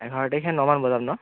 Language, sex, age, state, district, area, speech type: Assamese, male, 18-30, Assam, Dhemaji, urban, conversation